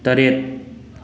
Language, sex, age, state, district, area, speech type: Manipuri, male, 30-45, Manipur, Thoubal, rural, read